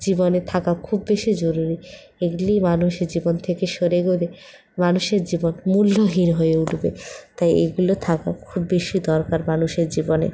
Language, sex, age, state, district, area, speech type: Bengali, female, 60+, West Bengal, Purulia, rural, spontaneous